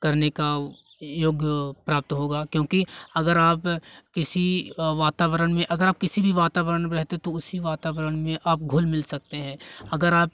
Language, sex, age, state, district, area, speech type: Hindi, male, 18-30, Uttar Pradesh, Jaunpur, rural, spontaneous